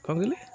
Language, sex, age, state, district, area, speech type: Odia, male, 30-45, Odisha, Jagatsinghpur, rural, spontaneous